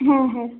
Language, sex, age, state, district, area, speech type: Bengali, female, 18-30, West Bengal, Kolkata, urban, conversation